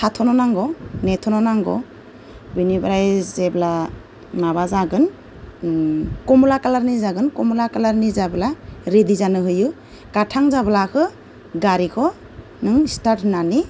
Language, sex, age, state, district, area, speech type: Bodo, female, 30-45, Assam, Goalpara, rural, spontaneous